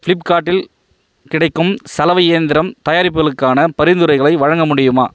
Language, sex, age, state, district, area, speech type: Tamil, male, 30-45, Tamil Nadu, Chengalpattu, rural, read